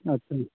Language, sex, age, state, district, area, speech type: Hindi, male, 18-30, Bihar, Begusarai, rural, conversation